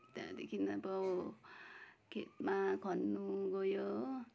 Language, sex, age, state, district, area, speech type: Nepali, female, 30-45, West Bengal, Kalimpong, rural, spontaneous